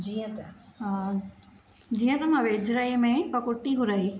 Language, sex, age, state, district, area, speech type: Sindhi, female, 45-60, Maharashtra, Thane, urban, spontaneous